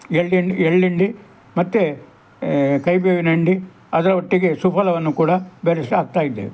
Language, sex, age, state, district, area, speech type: Kannada, male, 60+, Karnataka, Udupi, rural, spontaneous